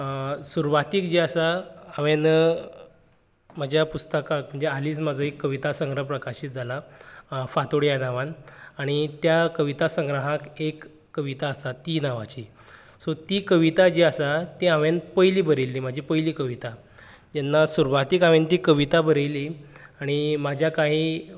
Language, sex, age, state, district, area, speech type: Goan Konkani, male, 18-30, Goa, Canacona, rural, spontaneous